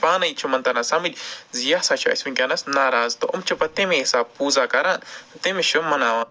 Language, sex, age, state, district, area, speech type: Kashmiri, male, 45-60, Jammu and Kashmir, Ganderbal, urban, spontaneous